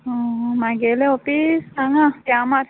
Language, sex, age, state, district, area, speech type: Goan Konkani, female, 30-45, Goa, Quepem, rural, conversation